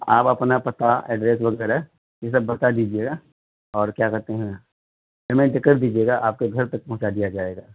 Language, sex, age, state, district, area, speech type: Urdu, male, 18-30, Bihar, Purnia, rural, conversation